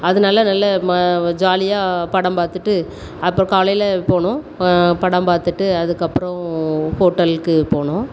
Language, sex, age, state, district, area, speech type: Tamil, female, 30-45, Tamil Nadu, Thoothukudi, urban, spontaneous